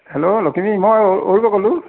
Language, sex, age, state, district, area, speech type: Assamese, male, 60+, Assam, Majuli, urban, conversation